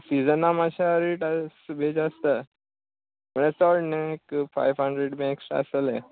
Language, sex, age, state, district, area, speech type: Goan Konkani, male, 30-45, Goa, Murmgao, rural, conversation